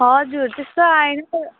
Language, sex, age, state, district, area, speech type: Nepali, female, 18-30, West Bengal, Jalpaiguri, rural, conversation